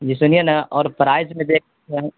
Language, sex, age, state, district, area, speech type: Urdu, male, 30-45, Bihar, East Champaran, urban, conversation